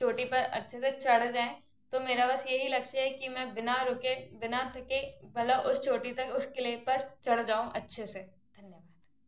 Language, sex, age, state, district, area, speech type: Hindi, female, 18-30, Madhya Pradesh, Gwalior, rural, spontaneous